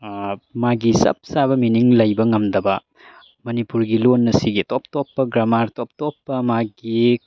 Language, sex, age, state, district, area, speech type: Manipuri, male, 30-45, Manipur, Tengnoupal, urban, spontaneous